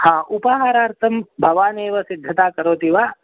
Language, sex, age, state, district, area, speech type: Sanskrit, male, 30-45, Karnataka, Shimoga, urban, conversation